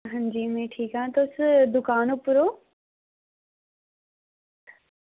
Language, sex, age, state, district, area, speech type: Dogri, female, 18-30, Jammu and Kashmir, Udhampur, rural, conversation